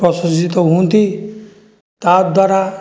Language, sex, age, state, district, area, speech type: Odia, male, 60+, Odisha, Jajpur, rural, spontaneous